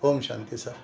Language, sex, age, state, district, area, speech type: Marathi, male, 60+, Maharashtra, Nanded, urban, spontaneous